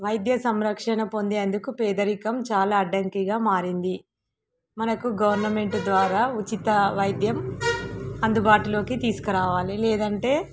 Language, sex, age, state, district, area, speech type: Telugu, female, 30-45, Telangana, Warangal, rural, spontaneous